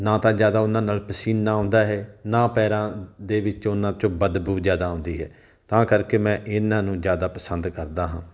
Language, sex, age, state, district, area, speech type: Punjabi, male, 45-60, Punjab, Tarn Taran, rural, spontaneous